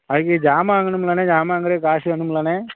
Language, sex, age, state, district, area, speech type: Tamil, male, 30-45, Tamil Nadu, Thoothukudi, rural, conversation